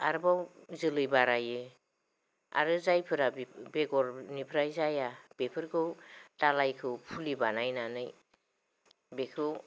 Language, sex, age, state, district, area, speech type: Bodo, female, 45-60, Assam, Kokrajhar, rural, spontaneous